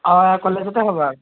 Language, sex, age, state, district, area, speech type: Assamese, male, 30-45, Assam, Biswanath, rural, conversation